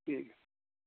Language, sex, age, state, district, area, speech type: Urdu, male, 30-45, Uttar Pradesh, Saharanpur, urban, conversation